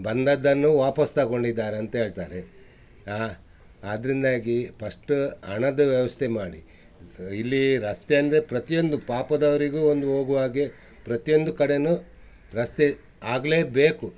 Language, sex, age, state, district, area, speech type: Kannada, male, 60+, Karnataka, Udupi, rural, spontaneous